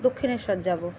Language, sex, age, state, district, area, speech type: Bengali, female, 30-45, West Bengal, Kolkata, urban, spontaneous